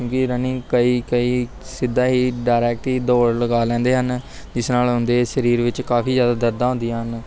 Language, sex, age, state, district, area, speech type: Punjabi, male, 18-30, Punjab, Pathankot, rural, spontaneous